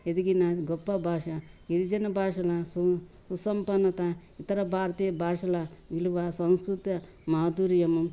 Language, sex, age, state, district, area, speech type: Telugu, female, 60+, Telangana, Ranga Reddy, rural, spontaneous